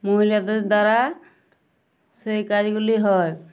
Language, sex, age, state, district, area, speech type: Bengali, female, 18-30, West Bengal, Uttar Dinajpur, urban, spontaneous